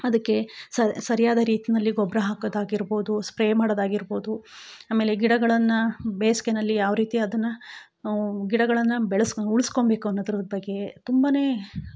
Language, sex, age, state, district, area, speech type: Kannada, female, 45-60, Karnataka, Chikkamagaluru, rural, spontaneous